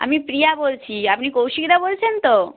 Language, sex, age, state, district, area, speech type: Bengali, female, 30-45, West Bengal, Purba Medinipur, rural, conversation